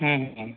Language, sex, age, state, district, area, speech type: Bengali, male, 30-45, West Bengal, North 24 Parganas, urban, conversation